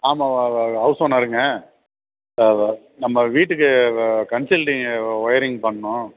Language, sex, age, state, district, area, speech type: Tamil, male, 45-60, Tamil Nadu, Thanjavur, urban, conversation